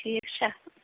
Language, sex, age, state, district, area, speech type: Kashmiri, female, 18-30, Jammu and Kashmir, Bandipora, rural, conversation